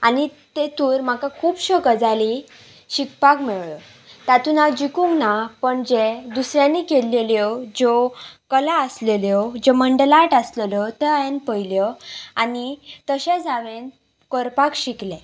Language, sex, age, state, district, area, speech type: Goan Konkani, female, 18-30, Goa, Pernem, rural, spontaneous